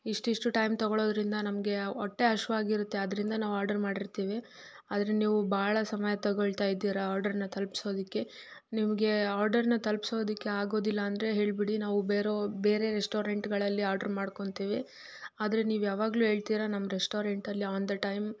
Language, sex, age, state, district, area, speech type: Kannada, female, 18-30, Karnataka, Chitradurga, rural, spontaneous